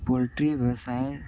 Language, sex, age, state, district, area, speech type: Hindi, male, 45-60, Uttar Pradesh, Sonbhadra, rural, spontaneous